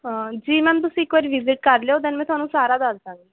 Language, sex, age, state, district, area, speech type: Punjabi, female, 18-30, Punjab, Mohali, urban, conversation